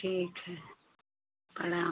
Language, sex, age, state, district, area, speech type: Hindi, female, 45-60, Uttar Pradesh, Chandauli, rural, conversation